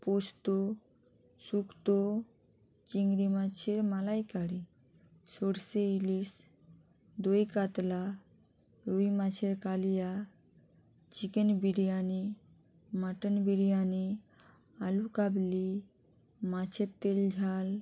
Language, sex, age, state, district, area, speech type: Bengali, female, 30-45, West Bengal, Jalpaiguri, rural, spontaneous